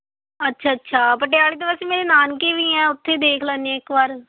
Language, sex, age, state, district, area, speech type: Punjabi, female, 18-30, Punjab, Fatehgarh Sahib, rural, conversation